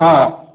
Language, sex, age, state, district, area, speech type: Odia, male, 45-60, Odisha, Nuapada, urban, conversation